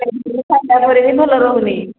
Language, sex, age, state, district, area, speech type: Odia, female, 45-60, Odisha, Angul, rural, conversation